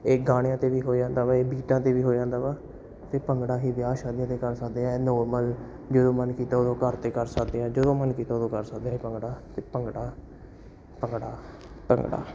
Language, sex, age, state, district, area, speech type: Punjabi, male, 18-30, Punjab, Jalandhar, urban, spontaneous